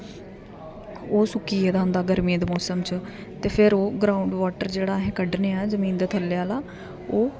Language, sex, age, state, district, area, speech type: Dogri, female, 18-30, Jammu and Kashmir, Kathua, rural, spontaneous